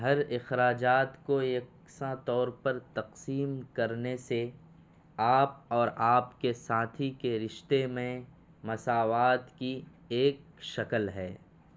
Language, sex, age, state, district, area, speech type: Urdu, male, 18-30, Bihar, Purnia, rural, read